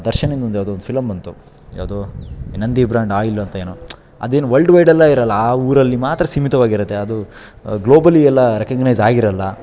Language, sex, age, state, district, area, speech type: Kannada, male, 18-30, Karnataka, Shimoga, rural, spontaneous